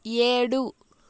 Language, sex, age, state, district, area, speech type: Telugu, female, 18-30, Andhra Pradesh, Chittoor, urban, read